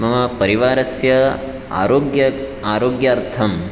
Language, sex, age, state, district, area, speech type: Sanskrit, male, 18-30, Karnataka, Chikkamagaluru, rural, spontaneous